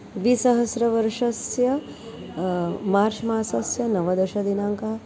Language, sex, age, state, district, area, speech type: Sanskrit, female, 45-60, Maharashtra, Nagpur, urban, spontaneous